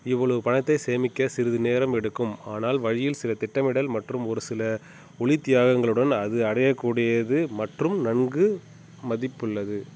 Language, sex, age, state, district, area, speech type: Tamil, male, 30-45, Tamil Nadu, Tiruchirappalli, rural, read